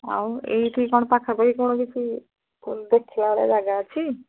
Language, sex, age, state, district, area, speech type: Odia, female, 60+, Odisha, Angul, rural, conversation